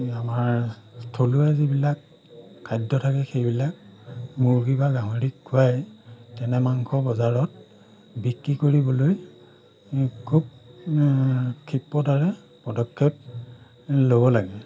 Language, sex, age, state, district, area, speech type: Assamese, male, 45-60, Assam, Majuli, urban, spontaneous